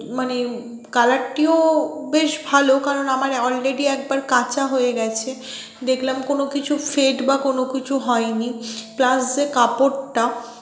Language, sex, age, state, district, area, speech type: Bengali, female, 30-45, West Bengal, Purba Bardhaman, urban, spontaneous